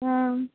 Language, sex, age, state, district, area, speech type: Bengali, female, 18-30, West Bengal, Murshidabad, rural, conversation